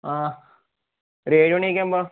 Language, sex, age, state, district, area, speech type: Malayalam, male, 18-30, Kerala, Wayanad, rural, conversation